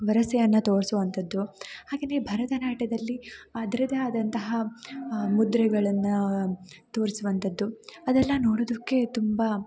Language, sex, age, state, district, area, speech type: Kannada, female, 18-30, Karnataka, Chikkamagaluru, rural, spontaneous